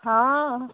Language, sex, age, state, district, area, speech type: Odia, female, 18-30, Odisha, Nayagarh, rural, conversation